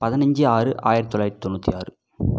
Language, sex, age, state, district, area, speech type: Tamil, male, 18-30, Tamil Nadu, Namakkal, rural, spontaneous